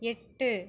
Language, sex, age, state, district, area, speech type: Tamil, female, 30-45, Tamil Nadu, Cuddalore, rural, read